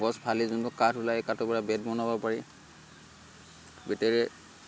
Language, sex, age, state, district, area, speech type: Assamese, male, 30-45, Assam, Barpeta, rural, spontaneous